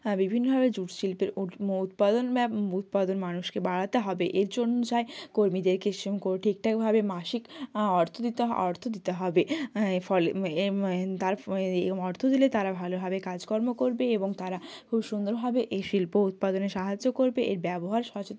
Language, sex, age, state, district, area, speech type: Bengali, female, 18-30, West Bengal, Jalpaiguri, rural, spontaneous